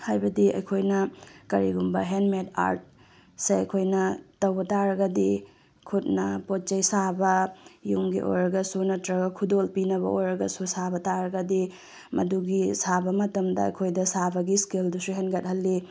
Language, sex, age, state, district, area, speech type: Manipuri, female, 18-30, Manipur, Tengnoupal, rural, spontaneous